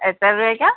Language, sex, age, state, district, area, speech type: Malayalam, female, 18-30, Kerala, Alappuzha, rural, conversation